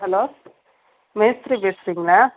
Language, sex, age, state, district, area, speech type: Tamil, female, 30-45, Tamil Nadu, Thanjavur, rural, conversation